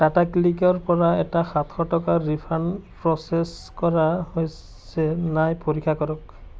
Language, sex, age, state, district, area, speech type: Assamese, male, 30-45, Assam, Biswanath, rural, read